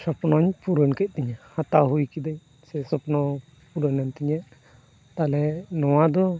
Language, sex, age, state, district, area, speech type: Santali, male, 18-30, West Bengal, Purba Bardhaman, rural, spontaneous